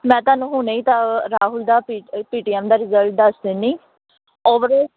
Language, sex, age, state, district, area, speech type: Punjabi, female, 18-30, Punjab, Pathankot, rural, conversation